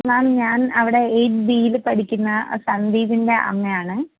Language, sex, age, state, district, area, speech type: Malayalam, female, 18-30, Kerala, Thiruvananthapuram, rural, conversation